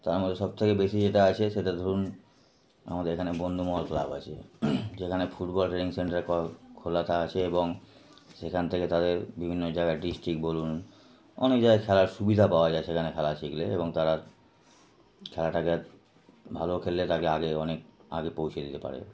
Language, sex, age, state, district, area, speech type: Bengali, male, 30-45, West Bengal, Darjeeling, urban, spontaneous